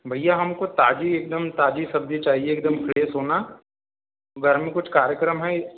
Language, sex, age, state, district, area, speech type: Hindi, male, 18-30, Madhya Pradesh, Balaghat, rural, conversation